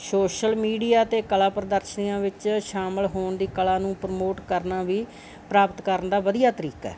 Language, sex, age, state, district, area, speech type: Punjabi, female, 45-60, Punjab, Bathinda, urban, spontaneous